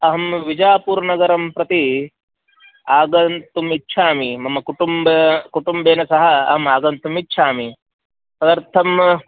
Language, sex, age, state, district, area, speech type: Sanskrit, male, 30-45, Karnataka, Vijayapura, urban, conversation